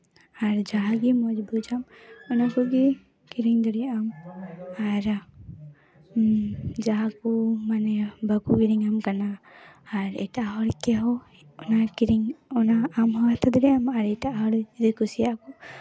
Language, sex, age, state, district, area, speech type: Santali, female, 18-30, West Bengal, Paschim Bardhaman, rural, spontaneous